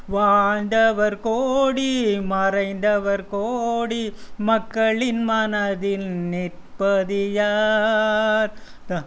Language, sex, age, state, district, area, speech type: Tamil, male, 60+, Tamil Nadu, Coimbatore, urban, spontaneous